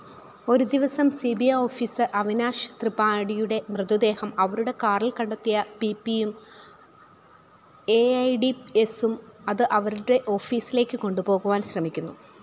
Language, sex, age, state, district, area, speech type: Malayalam, female, 30-45, Kerala, Pathanamthitta, rural, read